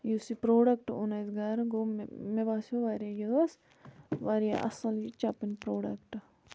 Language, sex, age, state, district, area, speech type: Kashmiri, female, 18-30, Jammu and Kashmir, Budgam, rural, spontaneous